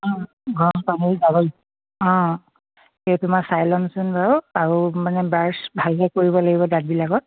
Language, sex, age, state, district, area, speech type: Assamese, female, 45-60, Assam, Dibrugarh, rural, conversation